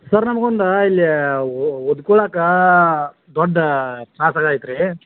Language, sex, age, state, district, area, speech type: Kannada, male, 45-60, Karnataka, Belgaum, rural, conversation